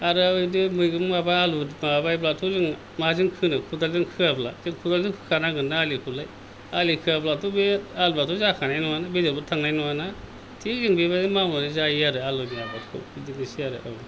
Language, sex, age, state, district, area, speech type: Bodo, male, 60+, Assam, Kokrajhar, rural, spontaneous